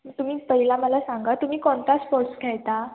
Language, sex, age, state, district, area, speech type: Marathi, female, 18-30, Maharashtra, Ratnagiri, rural, conversation